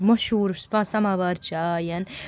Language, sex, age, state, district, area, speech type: Kashmiri, female, 45-60, Jammu and Kashmir, Srinagar, urban, spontaneous